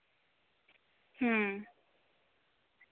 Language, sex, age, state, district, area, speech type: Santali, female, 18-30, West Bengal, Birbhum, rural, conversation